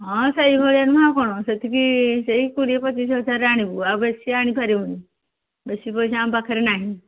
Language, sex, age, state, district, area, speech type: Odia, female, 60+, Odisha, Jharsuguda, rural, conversation